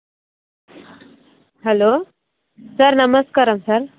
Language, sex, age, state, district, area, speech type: Telugu, female, 30-45, Telangana, Jangaon, rural, conversation